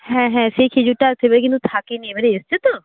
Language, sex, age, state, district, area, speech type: Bengali, female, 60+, West Bengal, Nadia, rural, conversation